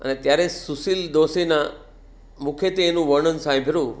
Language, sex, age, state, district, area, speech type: Gujarati, male, 45-60, Gujarat, Surat, urban, spontaneous